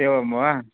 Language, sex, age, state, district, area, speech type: Sanskrit, male, 45-60, Karnataka, Vijayanagara, rural, conversation